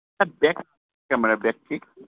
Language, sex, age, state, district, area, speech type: Assamese, male, 45-60, Assam, Darrang, urban, conversation